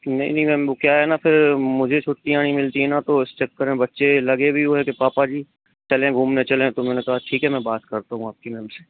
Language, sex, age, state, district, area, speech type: Hindi, male, 60+, Madhya Pradesh, Bhopal, urban, conversation